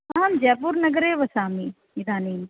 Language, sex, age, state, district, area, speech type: Sanskrit, female, 45-60, Rajasthan, Jaipur, rural, conversation